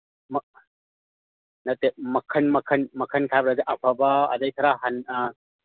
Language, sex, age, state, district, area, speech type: Manipuri, male, 45-60, Manipur, Kakching, rural, conversation